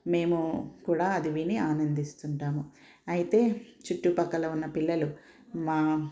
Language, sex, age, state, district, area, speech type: Telugu, female, 45-60, Telangana, Ranga Reddy, rural, spontaneous